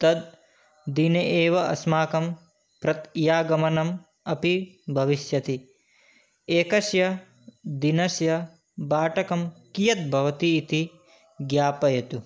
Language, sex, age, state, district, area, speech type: Sanskrit, male, 18-30, Manipur, Kangpokpi, rural, spontaneous